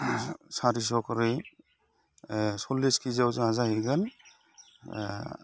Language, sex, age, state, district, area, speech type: Bodo, male, 30-45, Assam, Udalguri, urban, spontaneous